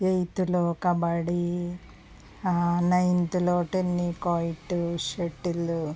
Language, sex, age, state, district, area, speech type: Telugu, female, 45-60, Andhra Pradesh, West Godavari, rural, spontaneous